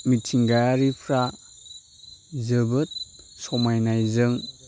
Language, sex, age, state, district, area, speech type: Bodo, male, 30-45, Assam, Chirang, urban, spontaneous